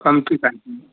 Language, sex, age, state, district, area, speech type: Nepali, male, 60+, West Bengal, Kalimpong, rural, conversation